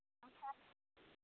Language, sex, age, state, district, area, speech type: Maithili, female, 60+, Bihar, Madhepura, rural, conversation